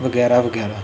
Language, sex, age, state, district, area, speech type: Punjabi, male, 18-30, Punjab, Kapurthala, urban, spontaneous